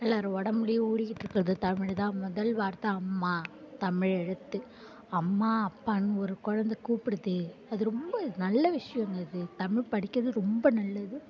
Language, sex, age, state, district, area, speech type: Tamil, female, 18-30, Tamil Nadu, Mayiladuthurai, urban, spontaneous